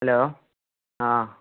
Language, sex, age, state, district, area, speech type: Malayalam, male, 18-30, Kerala, Wayanad, rural, conversation